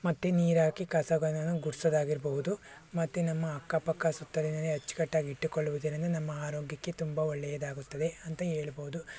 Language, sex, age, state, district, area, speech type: Kannada, male, 45-60, Karnataka, Tumkur, rural, spontaneous